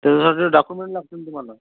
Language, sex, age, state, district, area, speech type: Marathi, male, 18-30, Maharashtra, Gondia, rural, conversation